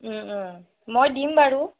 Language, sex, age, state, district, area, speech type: Assamese, female, 30-45, Assam, Nagaon, rural, conversation